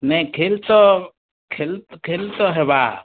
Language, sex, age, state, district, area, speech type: Odia, male, 60+, Odisha, Bargarh, rural, conversation